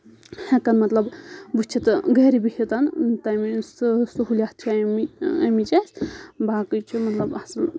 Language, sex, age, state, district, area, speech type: Kashmiri, female, 18-30, Jammu and Kashmir, Anantnag, rural, spontaneous